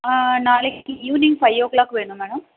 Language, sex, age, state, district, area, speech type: Tamil, female, 45-60, Tamil Nadu, Ranipet, urban, conversation